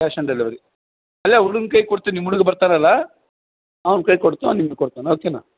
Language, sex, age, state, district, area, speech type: Kannada, male, 60+, Karnataka, Bellary, rural, conversation